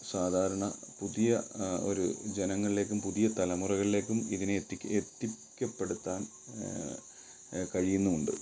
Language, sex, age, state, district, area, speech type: Malayalam, male, 30-45, Kerala, Kottayam, rural, spontaneous